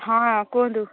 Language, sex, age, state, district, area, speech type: Odia, female, 60+, Odisha, Jharsuguda, rural, conversation